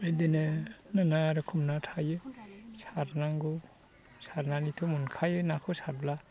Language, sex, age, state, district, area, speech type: Bodo, male, 60+, Assam, Chirang, rural, spontaneous